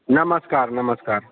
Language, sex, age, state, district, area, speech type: Maithili, male, 30-45, Bihar, Purnia, rural, conversation